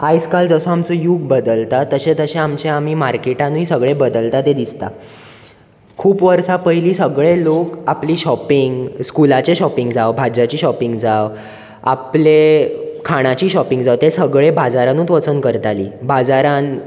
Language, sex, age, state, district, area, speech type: Goan Konkani, male, 18-30, Goa, Bardez, urban, spontaneous